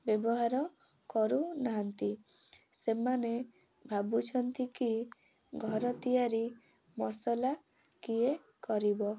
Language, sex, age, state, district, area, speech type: Odia, female, 18-30, Odisha, Kendrapara, urban, spontaneous